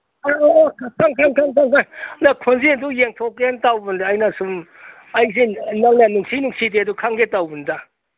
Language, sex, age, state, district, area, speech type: Manipuri, male, 60+, Manipur, Imphal East, rural, conversation